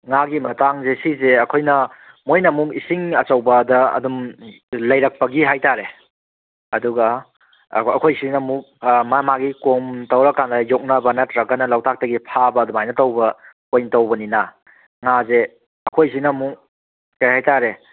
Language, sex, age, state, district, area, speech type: Manipuri, male, 30-45, Manipur, Kangpokpi, urban, conversation